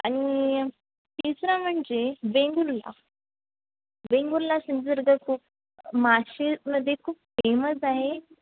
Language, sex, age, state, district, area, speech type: Marathi, female, 18-30, Maharashtra, Sindhudurg, rural, conversation